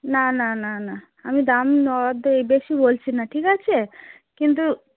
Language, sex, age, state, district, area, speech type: Bengali, female, 45-60, West Bengal, South 24 Parganas, rural, conversation